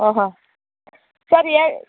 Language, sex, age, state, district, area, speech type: Kannada, female, 18-30, Karnataka, Kolar, rural, conversation